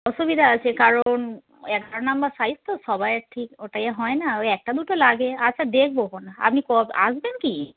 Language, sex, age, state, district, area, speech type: Bengali, female, 30-45, West Bengal, Darjeeling, rural, conversation